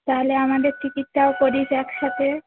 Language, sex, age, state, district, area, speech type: Bengali, female, 45-60, West Bengal, Uttar Dinajpur, urban, conversation